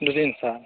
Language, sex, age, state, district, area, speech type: Hindi, male, 30-45, Uttar Pradesh, Mirzapur, rural, conversation